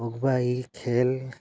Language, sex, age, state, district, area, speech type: Assamese, male, 30-45, Assam, Dibrugarh, urban, spontaneous